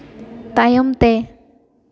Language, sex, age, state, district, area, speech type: Santali, female, 18-30, West Bengal, Jhargram, rural, read